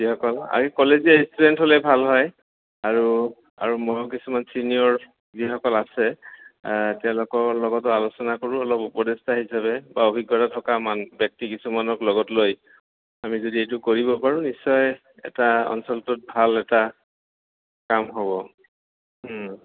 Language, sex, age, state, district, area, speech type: Assamese, male, 45-60, Assam, Goalpara, urban, conversation